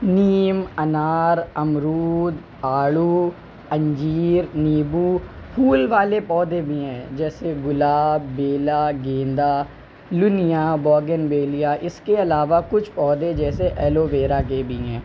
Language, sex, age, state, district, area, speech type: Urdu, male, 18-30, Uttar Pradesh, Shahjahanpur, rural, spontaneous